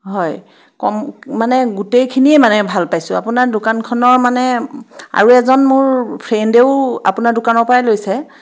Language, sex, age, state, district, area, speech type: Assamese, female, 30-45, Assam, Biswanath, rural, spontaneous